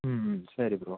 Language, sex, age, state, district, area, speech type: Tamil, male, 30-45, Tamil Nadu, Viluppuram, urban, conversation